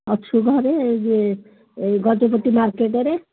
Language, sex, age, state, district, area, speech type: Odia, female, 60+, Odisha, Gajapati, rural, conversation